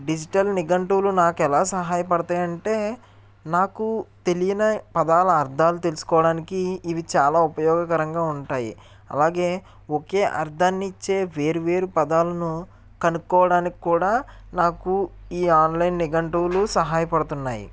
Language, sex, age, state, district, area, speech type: Telugu, male, 30-45, Andhra Pradesh, N T Rama Rao, urban, spontaneous